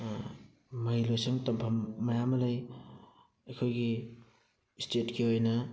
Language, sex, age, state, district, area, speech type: Manipuri, male, 30-45, Manipur, Thoubal, rural, spontaneous